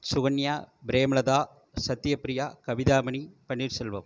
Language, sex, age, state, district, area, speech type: Tamil, male, 45-60, Tamil Nadu, Erode, rural, spontaneous